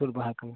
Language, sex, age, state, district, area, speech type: Santali, male, 45-60, Odisha, Mayurbhanj, rural, conversation